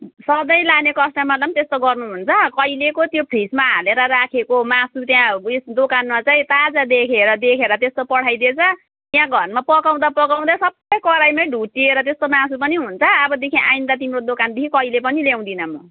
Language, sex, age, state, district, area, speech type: Nepali, female, 45-60, West Bengal, Jalpaiguri, urban, conversation